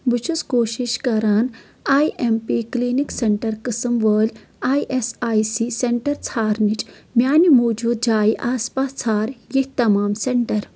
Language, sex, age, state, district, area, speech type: Kashmiri, female, 30-45, Jammu and Kashmir, Shopian, rural, read